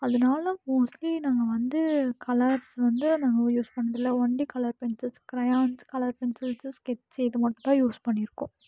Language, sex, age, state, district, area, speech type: Tamil, female, 18-30, Tamil Nadu, Coimbatore, rural, spontaneous